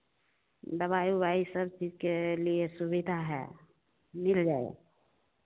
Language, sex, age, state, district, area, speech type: Hindi, female, 60+, Bihar, Begusarai, urban, conversation